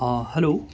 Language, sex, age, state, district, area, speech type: Urdu, male, 18-30, Bihar, Gaya, urban, spontaneous